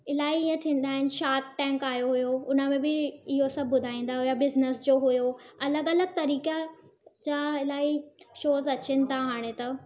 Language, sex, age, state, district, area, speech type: Sindhi, female, 18-30, Gujarat, Surat, urban, spontaneous